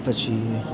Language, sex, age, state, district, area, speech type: Gujarati, male, 30-45, Gujarat, Valsad, rural, spontaneous